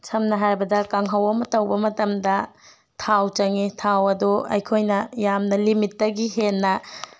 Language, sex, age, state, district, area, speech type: Manipuri, female, 18-30, Manipur, Tengnoupal, rural, spontaneous